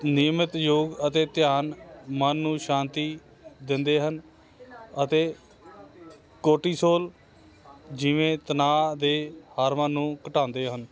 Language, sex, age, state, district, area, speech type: Punjabi, male, 30-45, Punjab, Hoshiarpur, urban, spontaneous